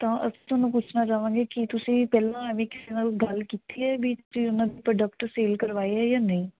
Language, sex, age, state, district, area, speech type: Punjabi, female, 18-30, Punjab, Mansa, urban, conversation